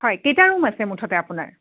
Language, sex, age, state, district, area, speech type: Assamese, female, 45-60, Assam, Dibrugarh, rural, conversation